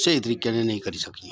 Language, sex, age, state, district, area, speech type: Dogri, male, 60+, Jammu and Kashmir, Udhampur, rural, spontaneous